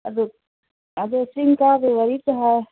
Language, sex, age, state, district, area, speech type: Manipuri, female, 45-60, Manipur, Churachandpur, urban, conversation